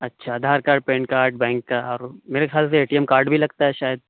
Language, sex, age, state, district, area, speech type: Urdu, male, 30-45, Uttar Pradesh, Lucknow, rural, conversation